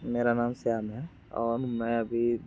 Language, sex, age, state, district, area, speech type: Hindi, male, 30-45, Uttar Pradesh, Mirzapur, urban, spontaneous